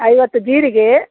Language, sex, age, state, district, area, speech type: Kannada, female, 60+, Karnataka, Udupi, rural, conversation